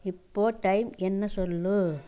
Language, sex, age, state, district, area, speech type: Tamil, female, 60+, Tamil Nadu, Coimbatore, rural, read